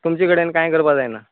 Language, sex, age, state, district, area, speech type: Goan Konkani, male, 30-45, Goa, Canacona, rural, conversation